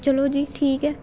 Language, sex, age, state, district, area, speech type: Punjabi, female, 18-30, Punjab, Fatehgarh Sahib, rural, spontaneous